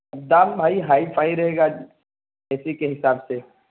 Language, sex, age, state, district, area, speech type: Urdu, male, 18-30, Uttar Pradesh, Balrampur, rural, conversation